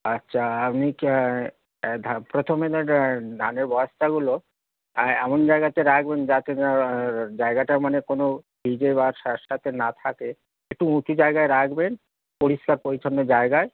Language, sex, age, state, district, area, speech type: Bengali, male, 45-60, West Bengal, Hooghly, rural, conversation